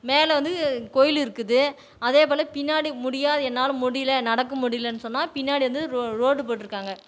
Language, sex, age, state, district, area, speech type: Tamil, female, 30-45, Tamil Nadu, Tiruvannamalai, rural, spontaneous